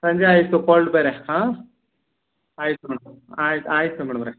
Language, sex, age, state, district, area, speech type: Kannada, male, 30-45, Karnataka, Mandya, rural, conversation